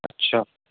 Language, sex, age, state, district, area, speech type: Hindi, male, 18-30, Madhya Pradesh, Jabalpur, urban, conversation